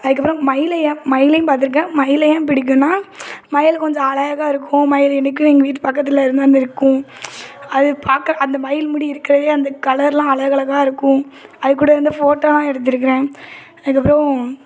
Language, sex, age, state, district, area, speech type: Tamil, female, 18-30, Tamil Nadu, Thoothukudi, rural, spontaneous